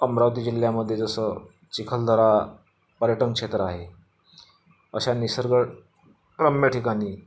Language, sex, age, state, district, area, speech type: Marathi, male, 45-60, Maharashtra, Amravati, rural, spontaneous